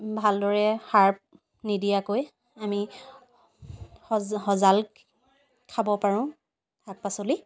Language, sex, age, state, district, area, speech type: Assamese, female, 18-30, Assam, Sivasagar, rural, spontaneous